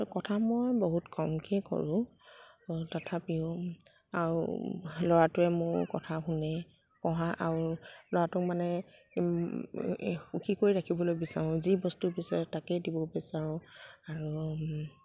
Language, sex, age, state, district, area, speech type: Assamese, female, 30-45, Assam, Kamrup Metropolitan, urban, spontaneous